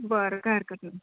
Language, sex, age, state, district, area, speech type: Marathi, female, 60+, Maharashtra, Nagpur, urban, conversation